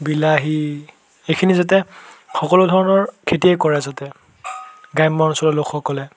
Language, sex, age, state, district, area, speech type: Assamese, male, 18-30, Assam, Biswanath, rural, spontaneous